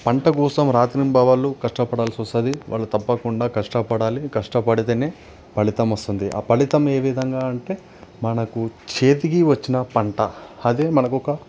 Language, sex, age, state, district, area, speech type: Telugu, male, 18-30, Telangana, Nalgonda, urban, spontaneous